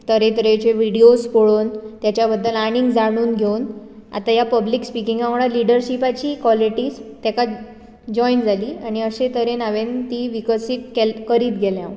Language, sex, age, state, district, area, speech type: Goan Konkani, female, 18-30, Goa, Bardez, urban, spontaneous